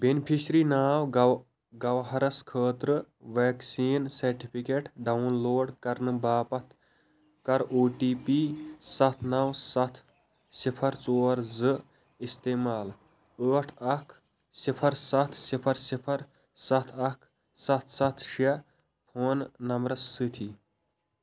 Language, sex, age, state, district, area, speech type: Kashmiri, male, 18-30, Jammu and Kashmir, Shopian, rural, read